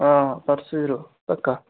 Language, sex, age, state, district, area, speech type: Dogri, male, 18-30, Jammu and Kashmir, Udhampur, rural, conversation